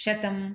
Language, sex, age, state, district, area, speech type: Sanskrit, female, 30-45, Telangana, Ranga Reddy, urban, spontaneous